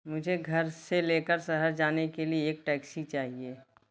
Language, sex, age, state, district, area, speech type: Hindi, female, 45-60, Uttar Pradesh, Bhadohi, urban, read